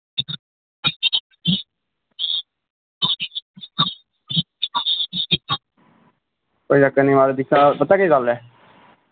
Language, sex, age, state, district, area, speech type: Dogri, male, 18-30, Jammu and Kashmir, Reasi, rural, conversation